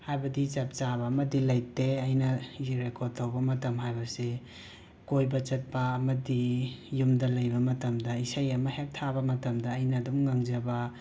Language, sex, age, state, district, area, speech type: Manipuri, male, 18-30, Manipur, Imphal West, rural, spontaneous